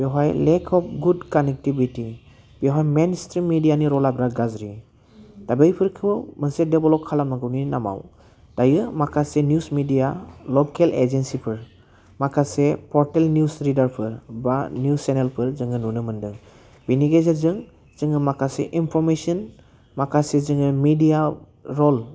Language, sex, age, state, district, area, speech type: Bodo, male, 30-45, Assam, Udalguri, urban, spontaneous